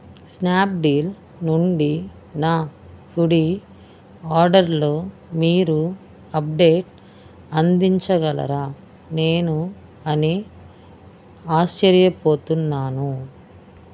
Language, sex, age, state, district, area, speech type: Telugu, female, 45-60, Andhra Pradesh, Bapatla, rural, read